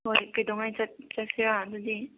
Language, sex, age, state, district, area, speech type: Manipuri, female, 18-30, Manipur, Kangpokpi, urban, conversation